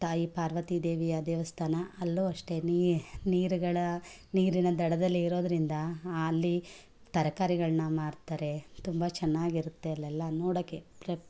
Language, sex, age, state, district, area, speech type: Kannada, female, 45-60, Karnataka, Mandya, urban, spontaneous